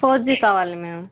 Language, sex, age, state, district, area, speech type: Telugu, female, 18-30, Andhra Pradesh, Kurnool, rural, conversation